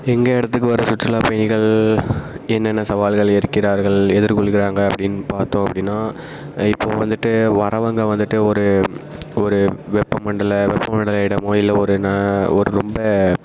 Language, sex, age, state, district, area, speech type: Tamil, male, 18-30, Tamil Nadu, Perambalur, rural, spontaneous